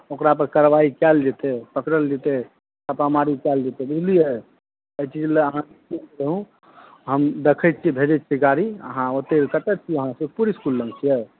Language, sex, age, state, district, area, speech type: Maithili, male, 30-45, Bihar, Supaul, rural, conversation